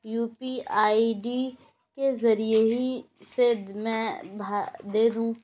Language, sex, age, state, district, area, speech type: Urdu, female, 18-30, Uttar Pradesh, Lucknow, urban, spontaneous